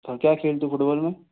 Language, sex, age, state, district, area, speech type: Hindi, male, 45-60, Rajasthan, Jodhpur, urban, conversation